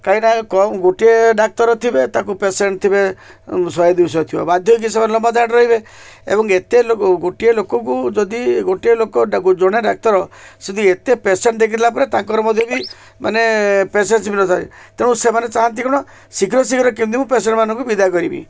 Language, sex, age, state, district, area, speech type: Odia, male, 60+, Odisha, Koraput, urban, spontaneous